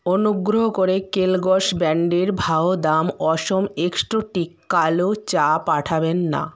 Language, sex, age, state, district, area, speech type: Bengali, female, 30-45, West Bengal, Purba Medinipur, rural, read